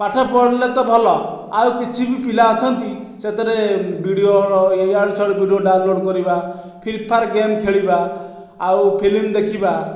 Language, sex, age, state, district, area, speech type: Odia, male, 45-60, Odisha, Khordha, rural, spontaneous